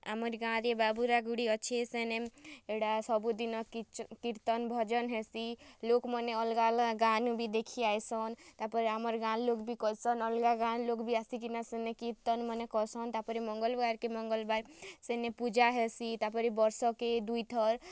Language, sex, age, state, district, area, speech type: Odia, female, 18-30, Odisha, Kalahandi, rural, spontaneous